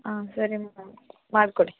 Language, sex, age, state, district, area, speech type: Kannada, female, 18-30, Karnataka, Chamarajanagar, rural, conversation